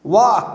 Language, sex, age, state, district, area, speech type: Maithili, male, 45-60, Bihar, Madhubani, urban, read